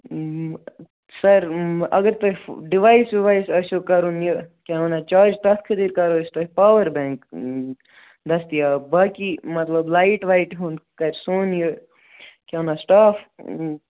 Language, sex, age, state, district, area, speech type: Kashmiri, male, 18-30, Jammu and Kashmir, Baramulla, rural, conversation